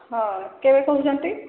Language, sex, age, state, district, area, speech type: Odia, female, 30-45, Odisha, Sambalpur, rural, conversation